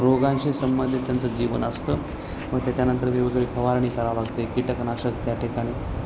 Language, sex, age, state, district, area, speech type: Marathi, male, 30-45, Maharashtra, Nanded, urban, spontaneous